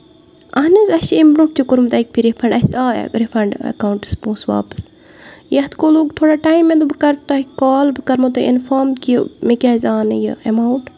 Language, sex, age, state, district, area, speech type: Kashmiri, female, 30-45, Jammu and Kashmir, Bandipora, rural, spontaneous